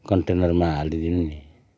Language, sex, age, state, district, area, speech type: Nepali, male, 60+, West Bengal, Kalimpong, rural, spontaneous